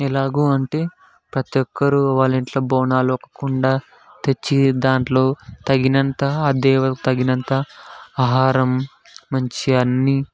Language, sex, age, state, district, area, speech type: Telugu, male, 18-30, Telangana, Hyderabad, urban, spontaneous